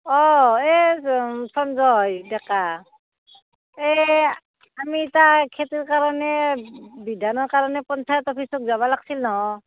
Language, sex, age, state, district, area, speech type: Assamese, female, 45-60, Assam, Barpeta, rural, conversation